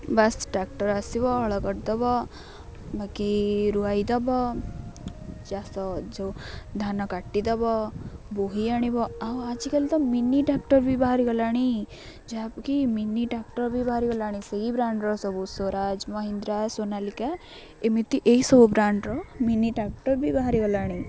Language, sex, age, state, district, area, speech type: Odia, female, 18-30, Odisha, Jagatsinghpur, rural, spontaneous